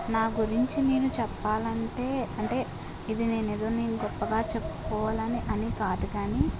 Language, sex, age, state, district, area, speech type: Telugu, female, 45-60, Andhra Pradesh, Kakinada, rural, spontaneous